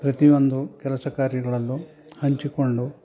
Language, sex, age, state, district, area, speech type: Kannada, male, 60+, Karnataka, Chikkamagaluru, rural, spontaneous